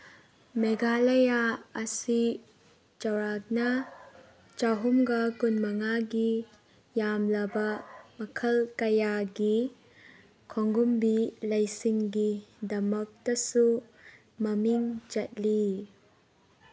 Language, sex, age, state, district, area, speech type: Manipuri, female, 18-30, Manipur, Kangpokpi, urban, read